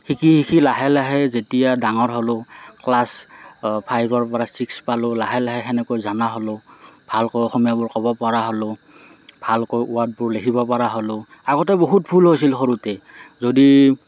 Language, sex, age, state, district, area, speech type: Assamese, male, 30-45, Assam, Morigaon, urban, spontaneous